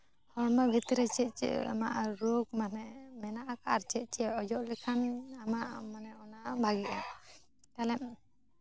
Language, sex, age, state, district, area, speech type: Santali, female, 18-30, West Bengal, Jhargram, rural, spontaneous